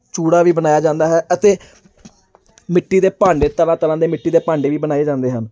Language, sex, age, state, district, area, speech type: Punjabi, male, 18-30, Punjab, Amritsar, urban, spontaneous